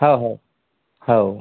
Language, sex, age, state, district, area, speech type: Marathi, male, 18-30, Maharashtra, Yavatmal, urban, conversation